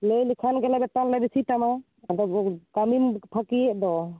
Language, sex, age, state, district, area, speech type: Santali, female, 30-45, West Bengal, Bankura, rural, conversation